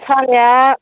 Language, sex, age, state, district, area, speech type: Bodo, female, 60+, Assam, Udalguri, rural, conversation